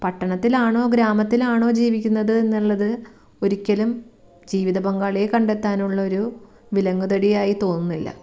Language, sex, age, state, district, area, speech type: Malayalam, female, 30-45, Kerala, Thrissur, rural, spontaneous